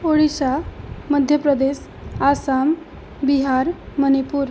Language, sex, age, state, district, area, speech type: Sanskrit, female, 18-30, Assam, Biswanath, rural, spontaneous